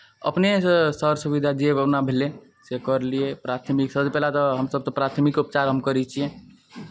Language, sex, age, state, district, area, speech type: Maithili, male, 18-30, Bihar, Araria, rural, spontaneous